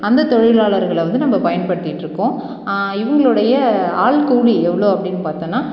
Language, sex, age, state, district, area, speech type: Tamil, female, 30-45, Tamil Nadu, Cuddalore, rural, spontaneous